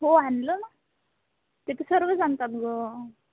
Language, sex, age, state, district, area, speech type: Marathi, female, 18-30, Maharashtra, Amravati, urban, conversation